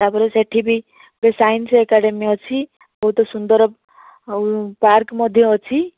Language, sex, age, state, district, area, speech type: Odia, female, 30-45, Odisha, Balasore, rural, conversation